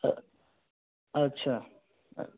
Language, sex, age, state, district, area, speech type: Hindi, male, 18-30, Uttar Pradesh, Chandauli, urban, conversation